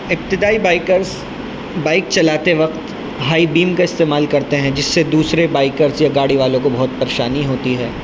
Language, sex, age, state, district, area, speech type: Urdu, male, 18-30, Delhi, North East Delhi, urban, spontaneous